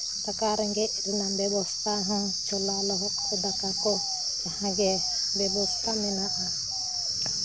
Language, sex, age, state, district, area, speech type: Santali, female, 45-60, Jharkhand, Seraikela Kharsawan, rural, spontaneous